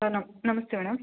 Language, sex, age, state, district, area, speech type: Kannada, female, 30-45, Karnataka, Hassan, rural, conversation